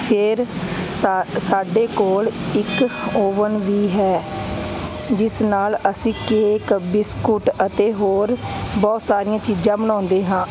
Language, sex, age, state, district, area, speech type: Punjabi, female, 30-45, Punjab, Hoshiarpur, urban, spontaneous